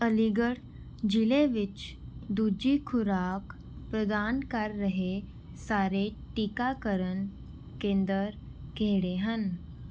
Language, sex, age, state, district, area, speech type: Punjabi, female, 18-30, Punjab, Rupnagar, urban, read